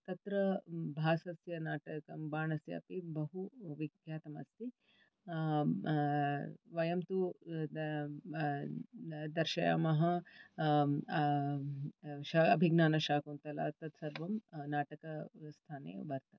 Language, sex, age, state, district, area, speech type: Sanskrit, female, 45-60, Karnataka, Bangalore Urban, urban, spontaneous